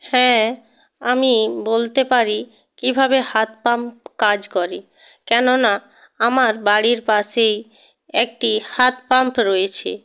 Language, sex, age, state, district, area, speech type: Bengali, female, 30-45, West Bengal, North 24 Parganas, rural, spontaneous